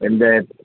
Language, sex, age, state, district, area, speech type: Tamil, male, 18-30, Tamil Nadu, Perambalur, urban, conversation